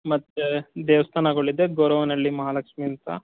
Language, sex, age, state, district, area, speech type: Kannada, male, 45-60, Karnataka, Tumkur, rural, conversation